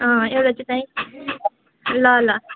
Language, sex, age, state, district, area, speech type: Nepali, female, 18-30, West Bengal, Jalpaiguri, rural, conversation